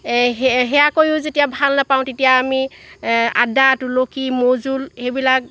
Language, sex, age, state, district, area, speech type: Assamese, female, 45-60, Assam, Lakhimpur, rural, spontaneous